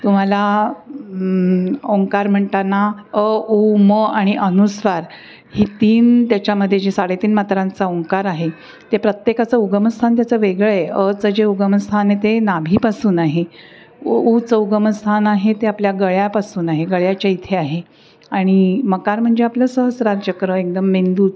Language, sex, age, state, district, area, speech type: Marathi, female, 60+, Maharashtra, Pune, urban, spontaneous